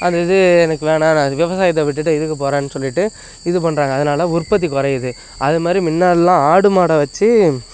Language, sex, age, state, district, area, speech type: Tamil, male, 18-30, Tamil Nadu, Nagapattinam, urban, spontaneous